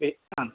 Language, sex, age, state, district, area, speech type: Malayalam, male, 30-45, Kerala, Malappuram, rural, conversation